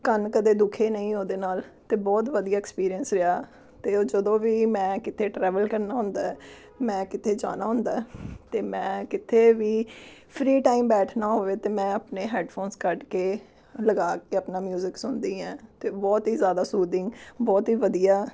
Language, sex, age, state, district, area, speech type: Punjabi, female, 30-45, Punjab, Amritsar, urban, spontaneous